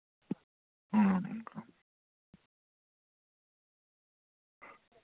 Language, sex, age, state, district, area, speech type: Santali, male, 30-45, West Bengal, Bankura, rural, conversation